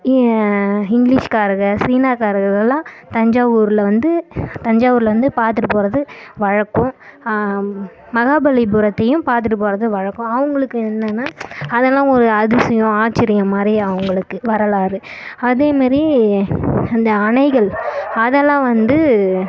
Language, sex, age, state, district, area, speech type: Tamil, female, 18-30, Tamil Nadu, Kallakurichi, rural, spontaneous